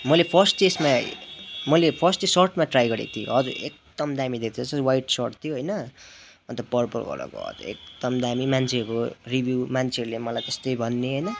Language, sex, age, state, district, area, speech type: Nepali, male, 18-30, West Bengal, Darjeeling, rural, spontaneous